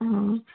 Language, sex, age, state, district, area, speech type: Odia, female, 18-30, Odisha, Koraput, urban, conversation